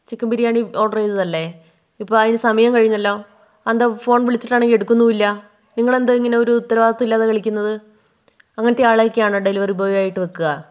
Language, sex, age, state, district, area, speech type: Malayalam, female, 30-45, Kerala, Wayanad, rural, spontaneous